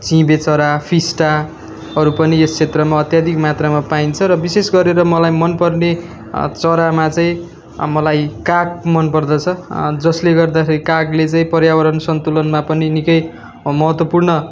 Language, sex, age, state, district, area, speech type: Nepali, male, 18-30, West Bengal, Darjeeling, rural, spontaneous